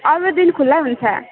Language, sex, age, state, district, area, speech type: Nepali, female, 18-30, West Bengal, Alipurduar, urban, conversation